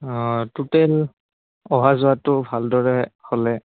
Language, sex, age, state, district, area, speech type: Assamese, male, 18-30, Assam, Barpeta, rural, conversation